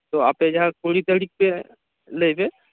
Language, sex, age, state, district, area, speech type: Santali, male, 18-30, West Bengal, Birbhum, rural, conversation